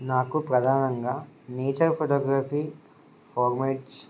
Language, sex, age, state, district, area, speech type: Telugu, male, 18-30, Telangana, Warangal, rural, spontaneous